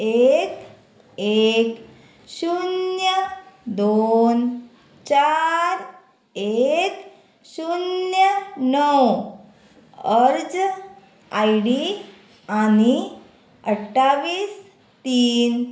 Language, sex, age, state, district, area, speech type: Goan Konkani, female, 30-45, Goa, Murmgao, urban, read